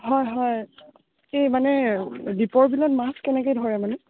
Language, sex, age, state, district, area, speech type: Assamese, female, 60+, Assam, Darrang, rural, conversation